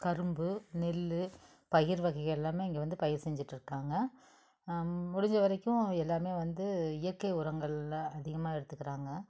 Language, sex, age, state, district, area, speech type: Tamil, female, 45-60, Tamil Nadu, Tiruppur, urban, spontaneous